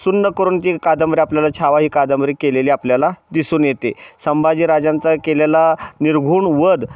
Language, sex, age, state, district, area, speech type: Marathi, male, 30-45, Maharashtra, Osmanabad, rural, spontaneous